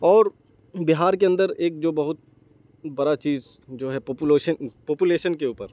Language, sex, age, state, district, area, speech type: Urdu, male, 18-30, Bihar, Saharsa, urban, spontaneous